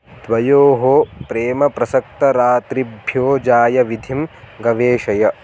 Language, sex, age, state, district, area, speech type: Sanskrit, male, 18-30, Maharashtra, Kolhapur, rural, read